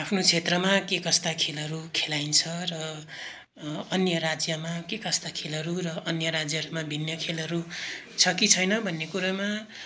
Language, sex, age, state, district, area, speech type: Nepali, male, 30-45, West Bengal, Darjeeling, rural, spontaneous